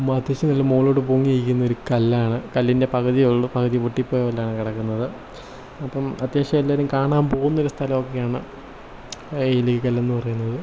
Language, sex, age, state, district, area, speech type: Malayalam, male, 18-30, Kerala, Kottayam, rural, spontaneous